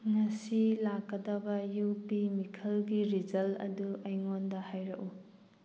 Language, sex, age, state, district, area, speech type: Manipuri, female, 18-30, Manipur, Thoubal, rural, read